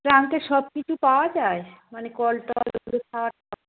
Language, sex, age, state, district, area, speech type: Bengali, female, 30-45, West Bengal, Darjeeling, rural, conversation